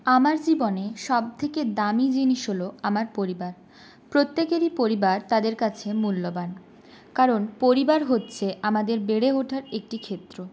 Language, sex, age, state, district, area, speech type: Bengali, female, 30-45, West Bengal, Purulia, rural, spontaneous